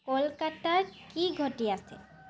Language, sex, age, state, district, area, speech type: Assamese, female, 18-30, Assam, Charaideo, urban, read